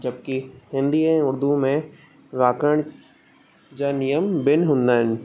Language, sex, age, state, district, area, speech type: Sindhi, male, 18-30, Rajasthan, Ajmer, urban, spontaneous